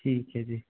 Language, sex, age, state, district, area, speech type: Punjabi, male, 18-30, Punjab, Mansa, rural, conversation